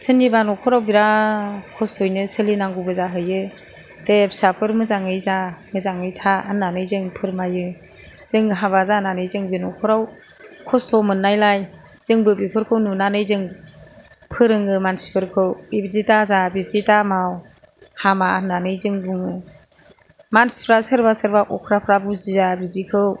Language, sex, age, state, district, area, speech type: Bodo, female, 60+, Assam, Kokrajhar, rural, spontaneous